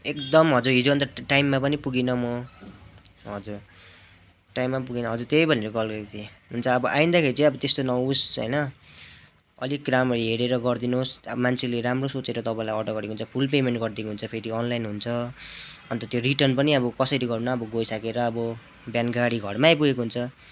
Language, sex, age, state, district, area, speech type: Nepali, male, 18-30, West Bengal, Darjeeling, rural, spontaneous